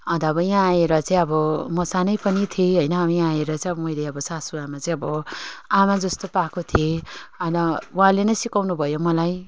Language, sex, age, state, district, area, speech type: Nepali, female, 30-45, West Bengal, Darjeeling, rural, spontaneous